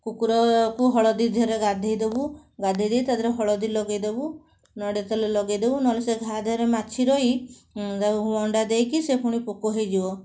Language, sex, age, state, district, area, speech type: Odia, female, 30-45, Odisha, Cuttack, urban, spontaneous